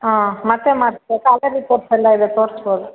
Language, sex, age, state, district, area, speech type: Kannada, female, 30-45, Karnataka, Bangalore Rural, urban, conversation